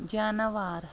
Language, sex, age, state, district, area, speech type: Kashmiri, female, 30-45, Jammu and Kashmir, Anantnag, rural, read